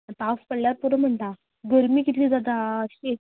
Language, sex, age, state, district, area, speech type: Goan Konkani, female, 18-30, Goa, Canacona, rural, conversation